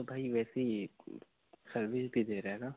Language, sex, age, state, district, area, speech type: Hindi, male, 30-45, Madhya Pradesh, Betul, rural, conversation